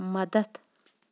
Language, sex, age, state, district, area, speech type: Kashmiri, female, 30-45, Jammu and Kashmir, Shopian, rural, read